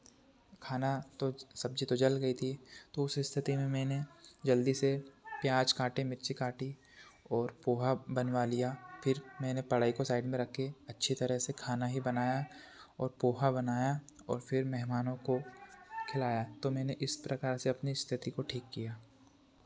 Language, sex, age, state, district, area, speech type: Hindi, male, 30-45, Madhya Pradesh, Betul, urban, spontaneous